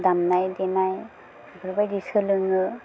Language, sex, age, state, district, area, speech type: Bodo, female, 30-45, Assam, Udalguri, rural, spontaneous